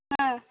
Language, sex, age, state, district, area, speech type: Kannada, female, 18-30, Karnataka, Mysore, urban, conversation